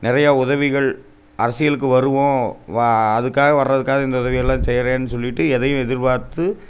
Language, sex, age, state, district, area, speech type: Tamil, male, 30-45, Tamil Nadu, Coimbatore, urban, spontaneous